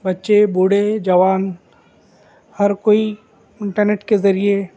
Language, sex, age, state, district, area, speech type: Urdu, male, 18-30, Telangana, Hyderabad, urban, spontaneous